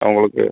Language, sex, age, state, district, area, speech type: Tamil, male, 30-45, Tamil Nadu, Pudukkottai, rural, conversation